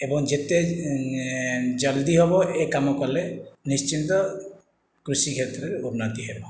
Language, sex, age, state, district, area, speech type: Odia, male, 45-60, Odisha, Khordha, rural, spontaneous